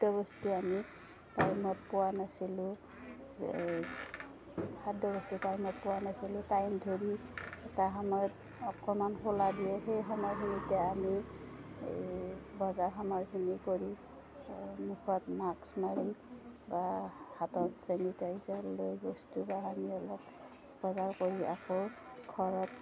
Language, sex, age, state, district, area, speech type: Assamese, female, 45-60, Assam, Darrang, rural, spontaneous